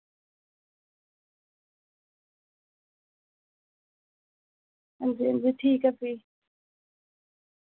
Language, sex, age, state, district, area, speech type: Dogri, female, 18-30, Jammu and Kashmir, Reasi, rural, conversation